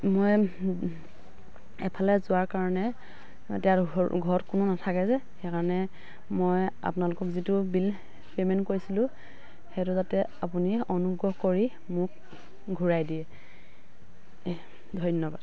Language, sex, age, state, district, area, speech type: Assamese, female, 45-60, Assam, Dhemaji, urban, spontaneous